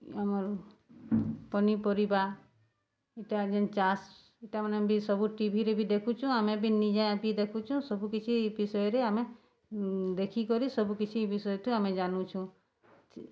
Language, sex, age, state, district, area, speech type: Odia, female, 30-45, Odisha, Bargarh, rural, spontaneous